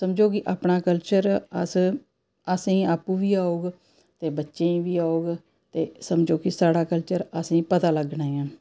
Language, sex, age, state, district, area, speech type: Dogri, female, 30-45, Jammu and Kashmir, Samba, rural, spontaneous